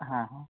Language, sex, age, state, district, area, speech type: Bengali, male, 18-30, West Bengal, Uttar Dinajpur, urban, conversation